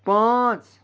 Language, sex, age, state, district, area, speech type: Kashmiri, male, 30-45, Jammu and Kashmir, Srinagar, urban, read